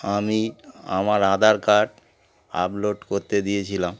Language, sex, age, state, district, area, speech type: Bengali, male, 60+, West Bengal, Darjeeling, urban, spontaneous